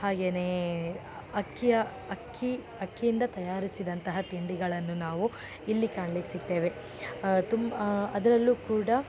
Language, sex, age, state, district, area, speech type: Kannada, female, 18-30, Karnataka, Dakshina Kannada, rural, spontaneous